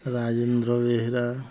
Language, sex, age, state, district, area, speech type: Odia, male, 30-45, Odisha, Nuapada, urban, spontaneous